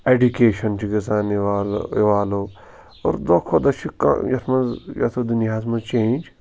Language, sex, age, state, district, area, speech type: Kashmiri, male, 18-30, Jammu and Kashmir, Pulwama, rural, spontaneous